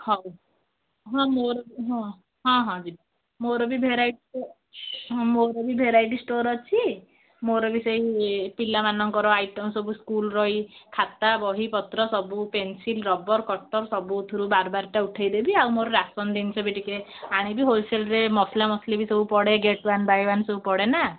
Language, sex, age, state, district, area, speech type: Odia, female, 45-60, Odisha, Sundergarh, rural, conversation